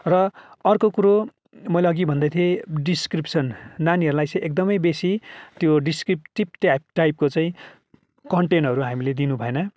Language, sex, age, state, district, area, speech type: Nepali, male, 45-60, West Bengal, Kalimpong, rural, spontaneous